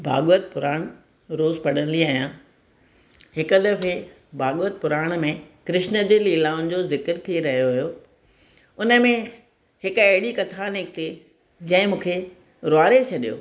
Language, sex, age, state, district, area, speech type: Sindhi, female, 60+, Rajasthan, Ajmer, urban, spontaneous